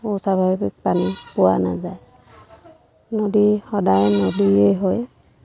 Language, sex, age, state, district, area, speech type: Assamese, female, 30-45, Assam, Lakhimpur, rural, spontaneous